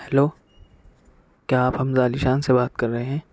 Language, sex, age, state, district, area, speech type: Urdu, male, 45-60, Maharashtra, Nashik, urban, spontaneous